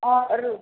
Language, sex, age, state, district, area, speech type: Tamil, female, 45-60, Tamil Nadu, Ranipet, urban, conversation